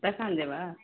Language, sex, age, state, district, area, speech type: Maithili, female, 18-30, Bihar, Madhepura, rural, conversation